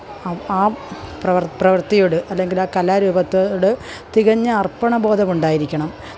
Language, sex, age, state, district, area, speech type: Malayalam, female, 45-60, Kerala, Kollam, rural, spontaneous